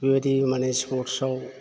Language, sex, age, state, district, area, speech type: Bodo, male, 45-60, Assam, Udalguri, urban, spontaneous